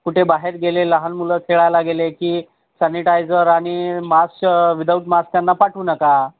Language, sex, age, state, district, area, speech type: Marathi, male, 30-45, Maharashtra, Yavatmal, rural, conversation